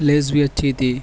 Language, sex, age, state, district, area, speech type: Urdu, male, 60+, Maharashtra, Nashik, rural, spontaneous